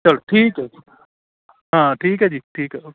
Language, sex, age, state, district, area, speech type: Punjabi, male, 45-60, Punjab, Kapurthala, urban, conversation